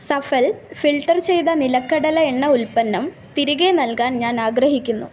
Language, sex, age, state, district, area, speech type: Malayalam, female, 18-30, Kerala, Kasaragod, urban, read